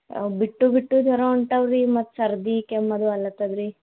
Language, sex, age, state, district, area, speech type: Kannada, female, 18-30, Karnataka, Gulbarga, urban, conversation